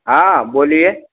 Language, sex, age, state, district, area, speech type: Hindi, male, 30-45, Bihar, Begusarai, rural, conversation